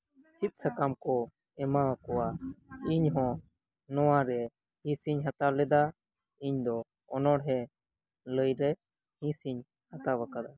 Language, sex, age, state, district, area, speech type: Santali, male, 18-30, West Bengal, Birbhum, rural, spontaneous